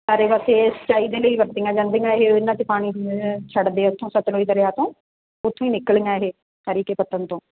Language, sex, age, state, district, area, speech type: Punjabi, female, 30-45, Punjab, Muktsar, urban, conversation